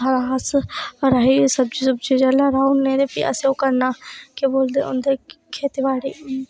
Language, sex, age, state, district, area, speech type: Dogri, female, 18-30, Jammu and Kashmir, Reasi, rural, spontaneous